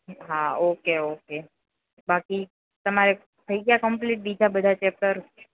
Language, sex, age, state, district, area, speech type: Gujarati, female, 18-30, Gujarat, Junagadh, rural, conversation